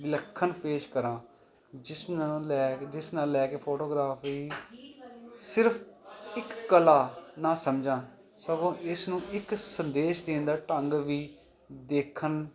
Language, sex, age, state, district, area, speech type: Punjabi, male, 45-60, Punjab, Jalandhar, urban, spontaneous